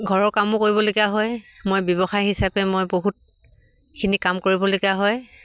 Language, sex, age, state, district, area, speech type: Assamese, female, 45-60, Assam, Dibrugarh, rural, spontaneous